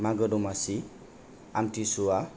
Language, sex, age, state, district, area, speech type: Bodo, male, 18-30, Assam, Kokrajhar, rural, spontaneous